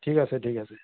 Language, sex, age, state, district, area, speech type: Assamese, male, 60+, Assam, Morigaon, rural, conversation